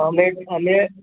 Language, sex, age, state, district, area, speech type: Gujarati, male, 60+, Gujarat, Kheda, rural, conversation